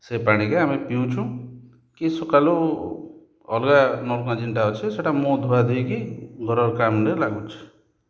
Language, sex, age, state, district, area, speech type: Odia, male, 30-45, Odisha, Kalahandi, rural, spontaneous